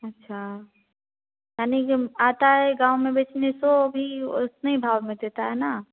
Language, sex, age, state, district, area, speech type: Hindi, female, 18-30, Bihar, Samastipur, urban, conversation